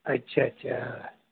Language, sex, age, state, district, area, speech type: Sindhi, male, 45-60, Delhi, South Delhi, urban, conversation